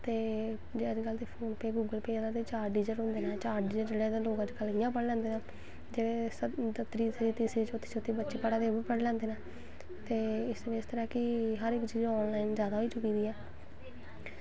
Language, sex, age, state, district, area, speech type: Dogri, female, 18-30, Jammu and Kashmir, Samba, rural, spontaneous